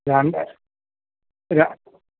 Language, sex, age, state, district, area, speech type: Malayalam, male, 45-60, Kerala, Alappuzha, urban, conversation